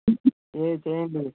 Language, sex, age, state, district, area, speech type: Telugu, male, 18-30, Andhra Pradesh, Palnadu, rural, conversation